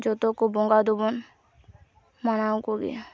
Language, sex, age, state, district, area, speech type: Santali, female, 18-30, West Bengal, Purulia, rural, spontaneous